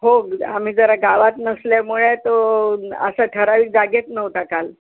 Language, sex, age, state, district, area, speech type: Marathi, female, 60+, Maharashtra, Yavatmal, urban, conversation